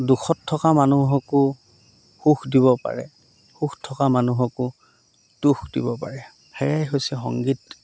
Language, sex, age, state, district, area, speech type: Assamese, male, 30-45, Assam, Dhemaji, rural, spontaneous